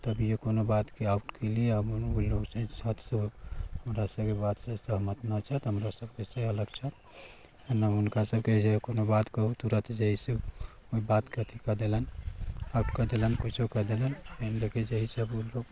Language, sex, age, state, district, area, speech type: Maithili, male, 60+, Bihar, Sitamarhi, rural, spontaneous